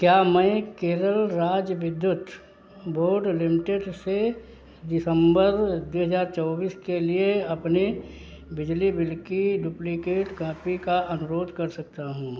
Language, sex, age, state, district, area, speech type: Hindi, male, 60+, Uttar Pradesh, Sitapur, rural, read